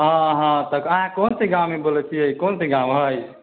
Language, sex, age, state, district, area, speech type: Maithili, male, 18-30, Bihar, Muzaffarpur, rural, conversation